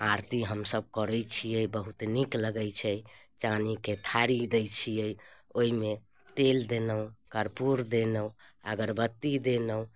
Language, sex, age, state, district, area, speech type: Maithili, female, 30-45, Bihar, Muzaffarpur, urban, spontaneous